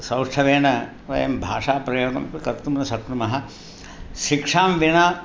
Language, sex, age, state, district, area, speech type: Sanskrit, male, 60+, Tamil Nadu, Thanjavur, urban, spontaneous